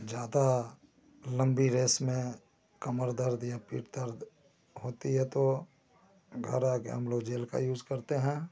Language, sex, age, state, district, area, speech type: Hindi, male, 45-60, Bihar, Samastipur, rural, spontaneous